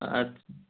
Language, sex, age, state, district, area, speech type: Bengali, male, 30-45, West Bengal, Hooghly, urban, conversation